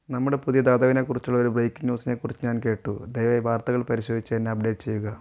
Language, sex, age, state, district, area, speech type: Malayalam, female, 18-30, Kerala, Wayanad, rural, read